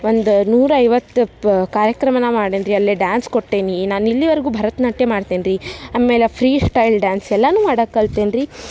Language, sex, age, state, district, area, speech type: Kannada, female, 18-30, Karnataka, Dharwad, rural, spontaneous